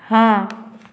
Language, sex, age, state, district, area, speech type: Hindi, female, 30-45, Bihar, Samastipur, rural, read